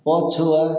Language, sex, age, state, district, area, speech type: Odia, male, 45-60, Odisha, Khordha, rural, read